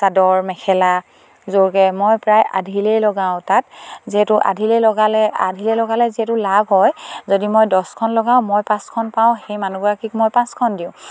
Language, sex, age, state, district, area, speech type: Assamese, female, 18-30, Assam, Sivasagar, rural, spontaneous